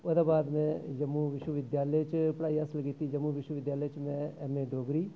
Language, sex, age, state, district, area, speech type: Dogri, male, 45-60, Jammu and Kashmir, Jammu, rural, spontaneous